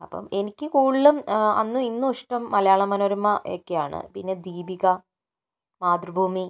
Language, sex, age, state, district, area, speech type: Malayalam, female, 18-30, Kerala, Kozhikode, urban, spontaneous